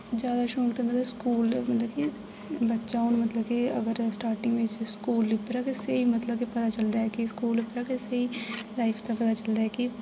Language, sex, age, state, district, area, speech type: Dogri, female, 18-30, Jammu and Kashmir, Jammu, rural, spontaneous